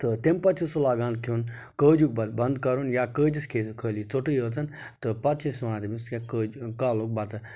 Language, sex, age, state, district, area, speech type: Kashmiri, male, 30-45, Jammu and Kashmir, Budgam, rural, spontaneous